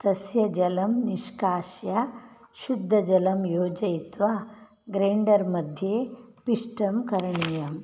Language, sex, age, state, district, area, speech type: Sanskrit, female, 60+, Karnataka, Udupi, rural, spontaneous